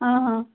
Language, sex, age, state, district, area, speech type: Odia, female, 18-30, Odisha, Subarnapur, urban, conversation